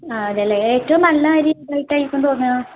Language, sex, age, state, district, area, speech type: Malayalam, female, 18-30, Kerala, Palakkad, rural, conversation